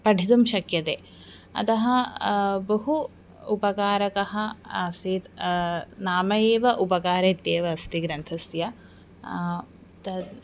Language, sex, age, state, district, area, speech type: Sanskrit, female, 18-30, Kerala, Thiruvananthapuram, urban, spontaneous